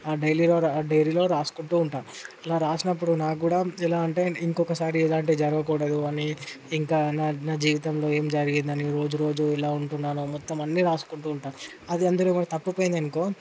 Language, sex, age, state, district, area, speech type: Telugu, male, 18-30, Telangana, Ranga Reddy, urban, spontaneous